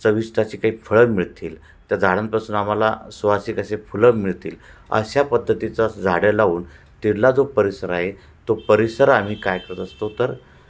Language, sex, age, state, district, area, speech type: Marathi, male, 45-60, Maharashtra, Nashik, urban, spontaneous